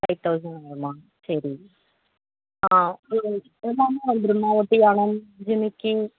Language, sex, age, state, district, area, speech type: Tamil, female, 18-30, Tamil Nadu, Tiruvallur, urban, conversation